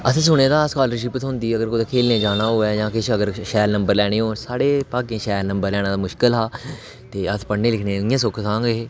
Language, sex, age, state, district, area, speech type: Dogri, male, 18-30, Jammu and Kashmir, Reasi, rural, spontaneous